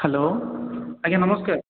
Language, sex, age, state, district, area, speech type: Odia, male, 30-45, Odisha, Khordha, rural, conversation